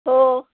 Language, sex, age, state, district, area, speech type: Marathi, female, 30-45, Maharashtra, Yavatmal, rural, conversation